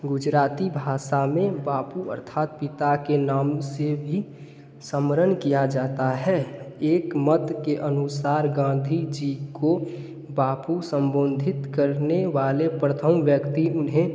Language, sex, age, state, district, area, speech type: Hindi, male, 18-30, Bihar, Darbhanga, rural, spontaneous